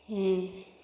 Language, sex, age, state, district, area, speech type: Kannada, female, 18-30, Karnataka, Gulbarga, urban, spontaneous